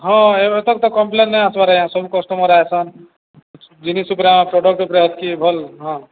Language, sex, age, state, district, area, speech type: Odia, male, 45-60, Odisha, Nuapada, urban, conversation